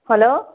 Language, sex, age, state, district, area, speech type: Nepali, female, 18-30, West Bengal, Jalpaiguri, urban, conversation